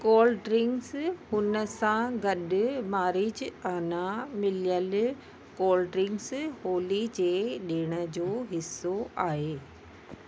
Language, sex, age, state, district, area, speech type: Sindhi, female, 30-45, Rajasthan, Ajmer, urban, read